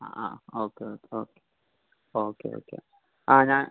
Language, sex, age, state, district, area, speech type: Malayalam, male, 18-30, Kerala, Kasaragod, rural, conversation